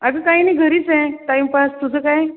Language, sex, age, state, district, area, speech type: Marathi, female, 18-30, Maharashtra, Buldhana, rural, conversation